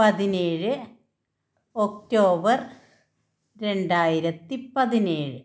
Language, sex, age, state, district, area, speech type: Malayalam, female, 30-45, Kerala, Kannur, urban, spontaneous